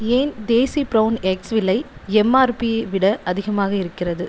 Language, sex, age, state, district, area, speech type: Tamil, female, 18-30, Tamil Nadu, Viluppuram, rural, read